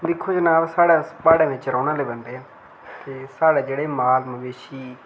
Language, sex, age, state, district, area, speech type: Dogri, male, 18-30, Jammu and Kashmir, Reasi, rural, spontaneous